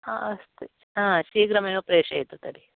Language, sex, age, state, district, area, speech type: Sanskrit, female, 60+, Karnataka, Uttara Kannada, urban, conversation